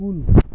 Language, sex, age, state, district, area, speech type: Kashmiri, male, 30-45, Jammu and Kashmir, Bandipora, rural, read